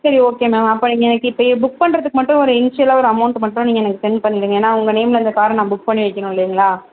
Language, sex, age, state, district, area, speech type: Tamil, female, 30-45, Tamil Nadu, Mayiladuthurai, rural, conversation